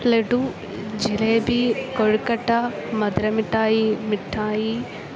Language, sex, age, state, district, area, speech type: Malayalam, female, 18-30, Kerala, Alappuzha, rural, spontaneous